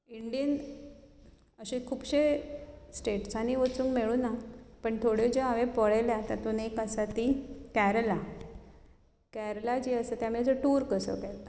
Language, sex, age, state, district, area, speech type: Goan Konkani, female, 45-60, Goa, Bardez, urban, spontaneous